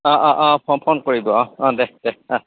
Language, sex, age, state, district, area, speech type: Assamese, male, 30-45, Assam, Goalpara, urban, conversation